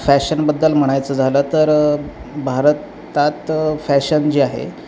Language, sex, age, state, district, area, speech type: Marathi, male, 30-45, Maharashtra, Osmanabad, rural, spontaneous